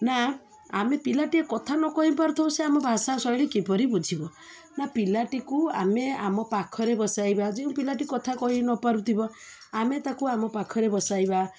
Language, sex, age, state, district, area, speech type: Odia, female, 30-45, Odisha, Jagatsinghpur, urban, spontaneous